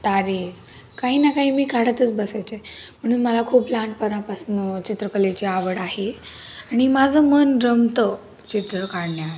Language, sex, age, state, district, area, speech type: Marathi, female, 18-30, Maharashtra, Nashik, urban, spontaneous